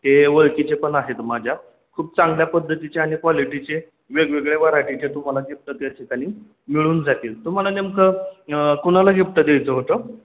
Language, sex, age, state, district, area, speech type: Marathi, male, 18-30, Maharashtra, Osmanabad, rural, conversation